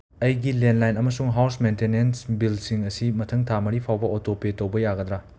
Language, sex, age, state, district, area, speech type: Manipuri, male, 30-45, Manipur, Imphal West, urban, read